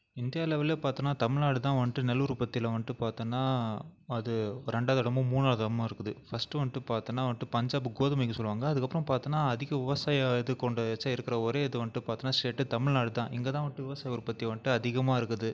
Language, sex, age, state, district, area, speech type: Tamil, male, 30-45, Tamil Nadu, Viluppuram, urban, spontaneous